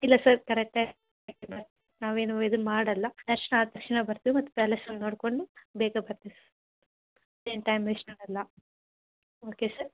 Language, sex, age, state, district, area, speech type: Kannada, female, 30-45, Karnataka, Gadag, rural, conversation